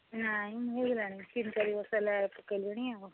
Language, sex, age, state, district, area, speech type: Odia, female, 60+, Odisha, Gajapati, rural, conversation